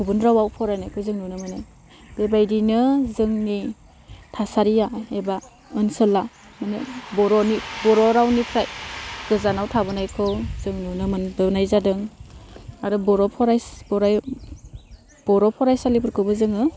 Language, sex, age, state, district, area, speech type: Bodo, female, 18-30, Assam, Udalguri, rural, spontaneous